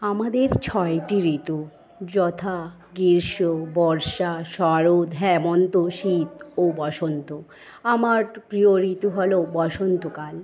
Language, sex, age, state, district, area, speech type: Bengali, female, 30-45, West Bengal, Paschim Medinipur, rural, spontaneous